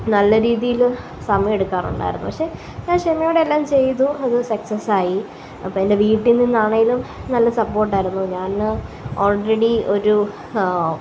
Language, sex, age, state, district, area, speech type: Malayalam, female, 18-30, Kerala, Kottayam, rural, spontaneous